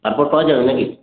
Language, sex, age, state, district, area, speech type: Bengali, male, 18-30, West Bengal, Purulia, rural, conversation